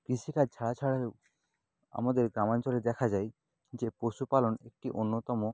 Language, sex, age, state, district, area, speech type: Bengali, male, 30-45, West Bengal, Nadia, rural, spontaneous